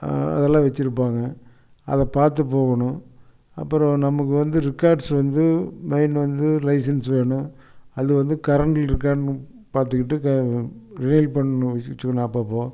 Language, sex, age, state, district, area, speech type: Tamil, male, 60+, Tamil Nadu, Coimbatore, urban, spontaneous